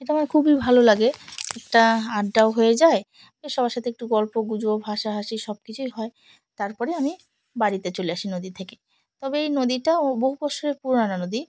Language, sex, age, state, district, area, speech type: Bengali, female, 45-60, West Bengal, Alipurduar, rural, spontaneous